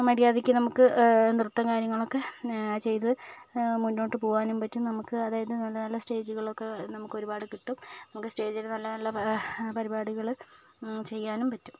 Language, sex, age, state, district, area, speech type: Malayalam, female, 18-30, Kerala, Kozhikode, urban, spontaneous